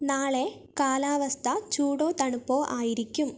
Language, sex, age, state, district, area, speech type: Malayalam, female, 18-30, Kerala, Wayanad, rural, read